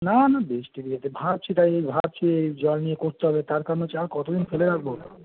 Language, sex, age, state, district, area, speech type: Bengali, male, 30-45, West Bengal, Howrah, urban, conversation